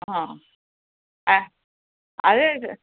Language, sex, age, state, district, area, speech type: Kannada, female, 60+, Karnataka, Chamarajanagar, urban, conversation